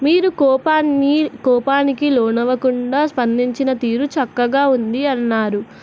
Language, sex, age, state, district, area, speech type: Telugu, female, 18-30, Telangana, Nizamabad, urban, spontaneous